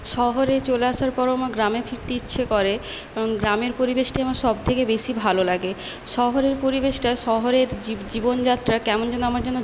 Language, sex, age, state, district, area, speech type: Bengali, female, 18-30, West Bengal, Paschim Medinipur, rural, spontaneous